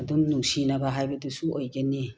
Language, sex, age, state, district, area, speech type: Manipuri, female, 60+, Manipur, Tengnoupal, rural, spontaneous